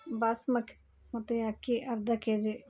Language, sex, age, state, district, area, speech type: Kannada, female, 30-45, Karnataka, Bangalore Urban, urban, spontaneous